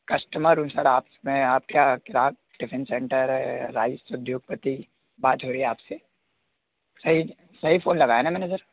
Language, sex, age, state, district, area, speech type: Hindi, male, 18-30, Madhya Pradesh, Jabalpur, urban, conversation